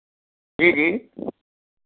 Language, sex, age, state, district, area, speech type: Hindi, male, 60+, Uttar Pradesh, Hardoi, rural, conversation